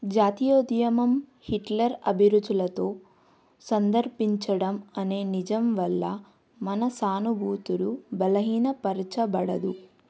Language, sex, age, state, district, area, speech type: Telugu, female, 18-30, Telangana, Yadadri Bhuvanagiri, urban, read